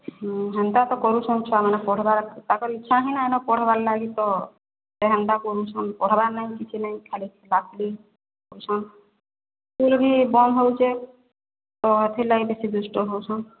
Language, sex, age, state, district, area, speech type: Odia, female, 30-45, Odisha, Boudh, rural, conversation